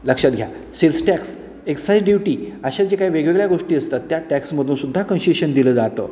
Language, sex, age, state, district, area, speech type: Marathi, male, 60+, Maharashtra, Satara, urban, spontaneous